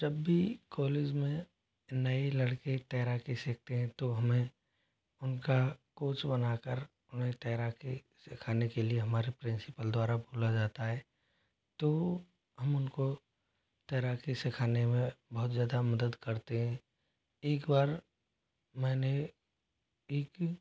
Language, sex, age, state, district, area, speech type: Hindi, male, 18-30, Rajasthan, Jodhpur, rural, spontaneous